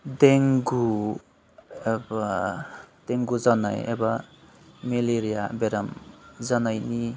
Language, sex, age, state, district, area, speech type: Bodo, male, 30-45, Assam, Udalguri, urban, spontaneous